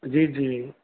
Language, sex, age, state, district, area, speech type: Punjabi, male, 45-60, Punjab, Mansa, urban, conversation